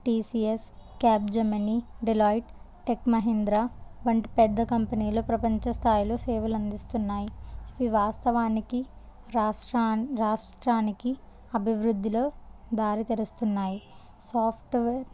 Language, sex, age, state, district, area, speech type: Telugu, female, 18-30, Telangana, Jangaon, urban, spontaneous